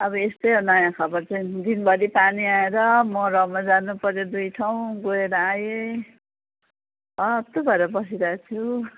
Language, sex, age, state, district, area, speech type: Nepali, female, 60+, West Bengal, Kalimpong, rural, conversation